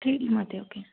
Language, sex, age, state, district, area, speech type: Marathi, female, 18-30, Maharashtra, Raigad, rural, conversation